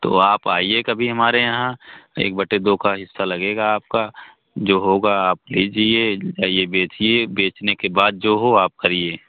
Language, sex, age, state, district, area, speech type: Hindi, male, 18-30, Uttar Pradesh, Pratapgarh, rural, conversation